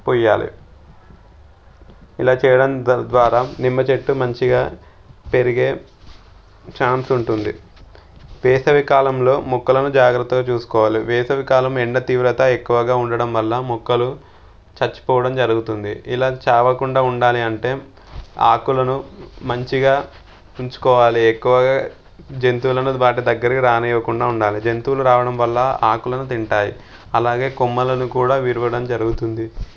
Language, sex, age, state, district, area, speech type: Telugu, male, 18-30, Telangana, Sangareddy, rural, spontaneous